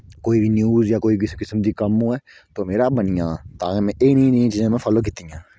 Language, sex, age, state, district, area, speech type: Dogri, female, 30-45, Jammu and Kashmir, Udhampur, rural, spontaneous